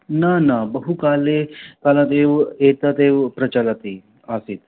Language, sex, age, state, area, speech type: Sanskrit, male, 18-30, Haryana, rural, conversation